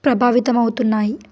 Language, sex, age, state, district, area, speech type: Telugu, female, 18-30, Telangana, Bhadradri Kothagudem, rural, spontaneous